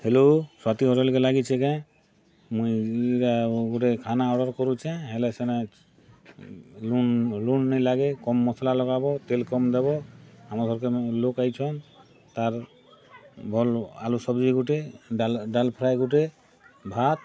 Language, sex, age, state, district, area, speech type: Odia, male, 45-60, Odisha, Kalahandi, rural, spontaneous